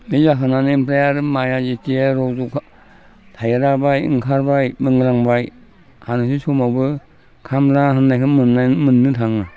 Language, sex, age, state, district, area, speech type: Bodo, male, 60+, Assam, Udalguri, rural, spontaneous